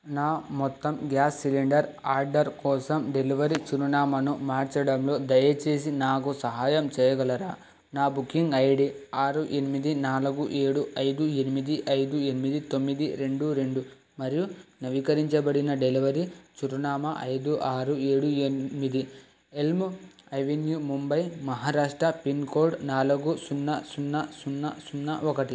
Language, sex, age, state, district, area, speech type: Telugu, male, 18-30, Andhra Pradesh, Krishna, urban, read